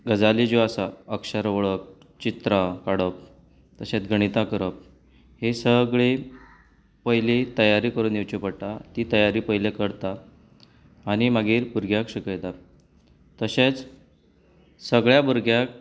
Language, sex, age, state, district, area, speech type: Goan Konkani, male, 30-45, Goa, Canacona, rural, spontaneous